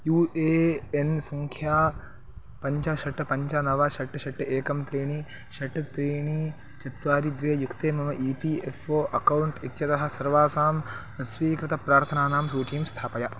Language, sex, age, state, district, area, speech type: Sanskrit, male, 18-30, Karnataka, Chikkamagaluru, urban, read